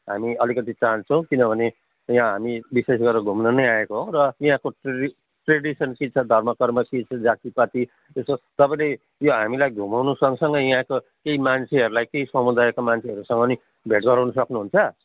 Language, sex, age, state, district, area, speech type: Nepali, male, 45-60, West Bengal, Jalpaiguri, urban, conversation